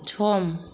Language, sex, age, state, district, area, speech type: Bodo, female, 30-45, Assam, Kokrajhar, rural, read